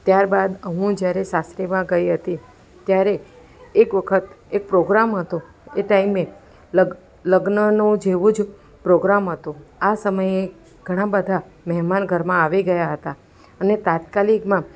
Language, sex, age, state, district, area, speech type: Gujarati, female, 45-60, Gujarat, Ahmedabad, urban, spontaneous